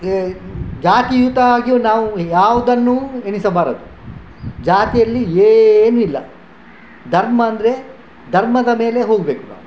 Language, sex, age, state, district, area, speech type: Kannada, male, 60+, Karnataka, Udupi, rural, spontaneous